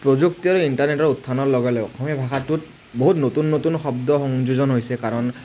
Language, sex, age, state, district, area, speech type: Assamese, male, 18-30, Assam, Kamrup Metropolitan, urban, spontaneous